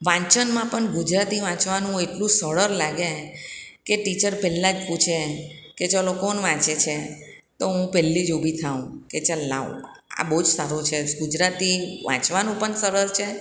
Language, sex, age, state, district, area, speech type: Gujarati, female, 60+, Gujarat, Surat, urban, spontaneous